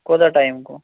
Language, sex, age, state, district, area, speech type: Kashmiri, male, 30-45, Jammu and Kashmir, Shopian, rural, conversation